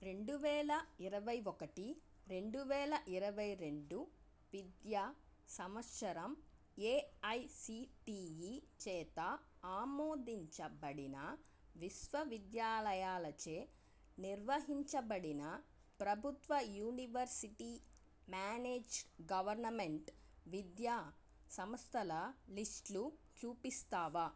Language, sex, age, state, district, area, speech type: Telugu, female, 30-45, Andhra Pradesh, Chittoor, urban, read